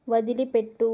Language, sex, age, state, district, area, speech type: Telugu, female, 30-45, Andhra Pradesh, Eluru, rural, read